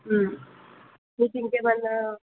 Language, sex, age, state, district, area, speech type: Telugu, female, 60+, Andhra Pradesh, Krishna, urban, conversation